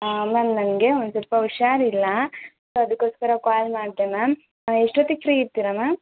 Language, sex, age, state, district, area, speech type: Kannada, female, 18-30, Karnataka, Chikkaballapur, urban, conversation